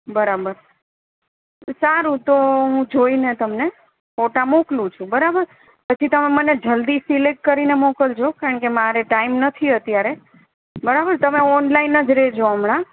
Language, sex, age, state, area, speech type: Gujarati, female, 30-45, Gujarat, urban, conversation